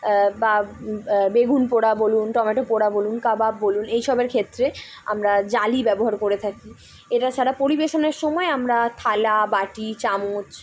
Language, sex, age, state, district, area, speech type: Bengali, female, 18-30, West Bengal, Kolkata, urban, spontaneous